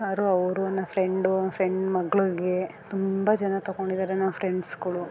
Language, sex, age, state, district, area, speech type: Kannada, female, 30-45, Karnataka, Mandya, urban, spontaneous